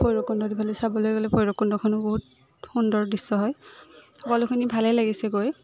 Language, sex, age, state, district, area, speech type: Assamese, female, 18-30, Assam, Udalguri, rural, spontaneous